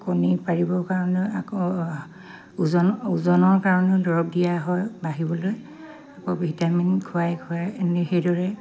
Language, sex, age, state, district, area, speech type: Assamese, female, 45-60, Assam, Dibrugarh, rural, spontaneous